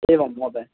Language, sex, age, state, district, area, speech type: Sanskrit, male, 18-30, Karnataka, Uttara Kannada, rural, conversation